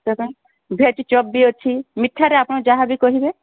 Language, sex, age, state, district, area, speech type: Odia, female, 45-60, Odisha, Sundergarh, rural, conversation